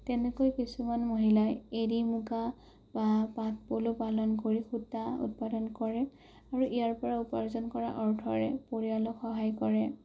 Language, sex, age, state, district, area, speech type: Assamese, female, 18-30, Assam, Morigaon, rural, spontaneous